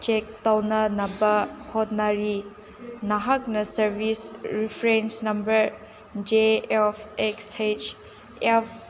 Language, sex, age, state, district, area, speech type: Manipuri, female, 18-30, Manipur, Senapati, urban, read